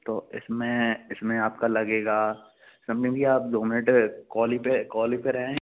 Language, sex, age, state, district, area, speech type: Hindi, male, 18-30, Madhya Pradesh, Jabalpur, urban, conversation